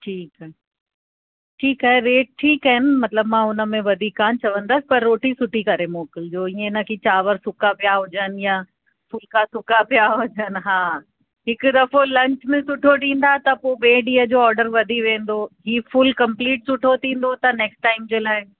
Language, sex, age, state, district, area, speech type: Sindhi, female, 60+, Uttar Pradesh, Lucknow, urban, conversation